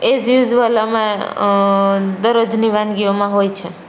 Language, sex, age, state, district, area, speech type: Gujarati, female, 18-30, Gujarat, Rajkot, urban, spontaneous